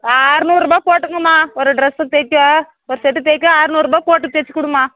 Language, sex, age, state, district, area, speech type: Tamil, female, 30-45, Tamil Nadu, Tirupattur, rural, conversation